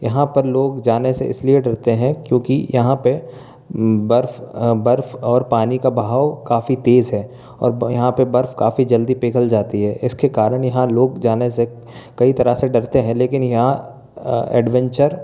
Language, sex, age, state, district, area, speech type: Hindi, male, 18-30, Madhya Pradesh, Bhopal, urban, spontaneous